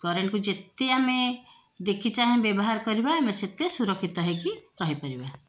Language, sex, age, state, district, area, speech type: Odia, female, 45-60, Odisha, Puri, urban, spontaneous